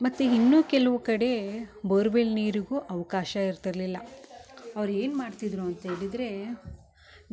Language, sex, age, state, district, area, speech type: Kannada, female, 30-45, Karnataka, Mysore, rural, spontaneous